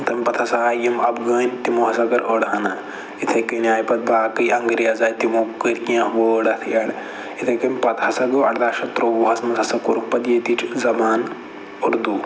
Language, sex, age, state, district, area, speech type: Kashmiri, male, 45-60, Jammu and Kashmir, Budgam, rural, spontaneous